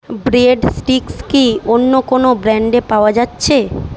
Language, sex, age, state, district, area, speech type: Bengali, female, 18-30, West Bengal, Jhargram, rural, read